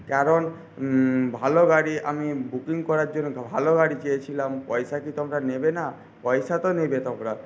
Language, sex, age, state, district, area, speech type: Bengali, male, 18-30, West Bengal, Paschim Medinipur, urban, spontaneous